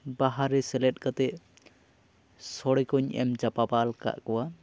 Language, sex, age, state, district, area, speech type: Santali, male, 18-30, West Bengal, Jhargram, rural, spontaneous